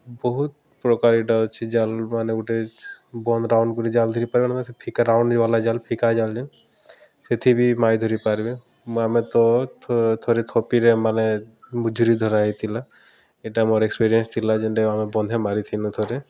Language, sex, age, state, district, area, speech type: Odia, male, 30-45, Odisha, Bargarh, urban, spontaneous